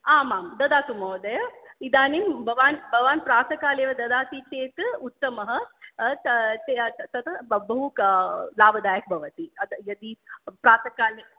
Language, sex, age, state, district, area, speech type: Sanskrit, female, 45-60, Maharashtra, Mumbai City, urban, conversation